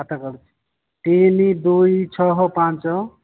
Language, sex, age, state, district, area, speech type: Odia, male, 45-60, Odisha, Nabarangpur, rural, conversation